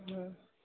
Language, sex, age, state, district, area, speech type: Sindhi, female, 30-45, Gujarat, Junagadh, urban, conversation